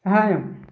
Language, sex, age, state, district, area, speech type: Telugu, male, 60+, Andhra Pradesh, Sri Balaji, rural, read